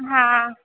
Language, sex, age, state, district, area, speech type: Maithili, female, 45-60, Bihar, Purnia, rural, conversation